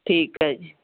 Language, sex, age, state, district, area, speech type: Punjabi, female, 45-60, Punjab, Bathinda, rural, conversation